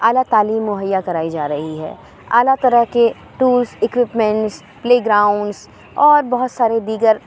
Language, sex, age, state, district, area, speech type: Urdu, female, 30-45, Uttar Pradesh, Aligarh, urban, spontaneous